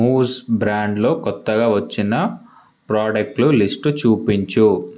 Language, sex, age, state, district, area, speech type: Telugu, male, 18-30, Telangana, Ranga Reddy, urban, read